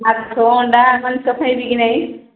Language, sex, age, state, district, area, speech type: Odia, female, 45-60, Odisha, Angul, rural, conversation